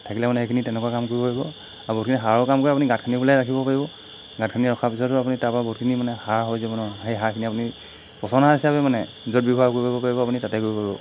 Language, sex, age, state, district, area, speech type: Assamese, male, 45-60, Assam, Golaghat, rural, spontaneous